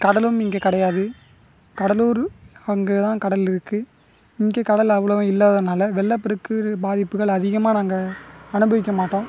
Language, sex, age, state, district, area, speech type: Tamil, male, 18-30, Tamil Nadu, Cuddalore, rural, spontaneous